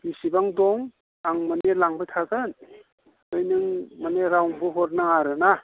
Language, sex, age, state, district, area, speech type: Bodo, male, 45-60, Assam, Udalguri, rural, conversation